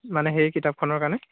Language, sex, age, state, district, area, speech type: Assamese, male, 18-30, Assam, Charaideo, rural, conversation